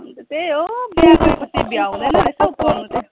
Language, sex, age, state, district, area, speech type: Nepali, female, 18-30, West Bengal, Kalimpong, rural, conversation